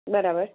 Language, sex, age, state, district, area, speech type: Gujarati, female, 30-45, Gujarat, Kheda, urban, conversation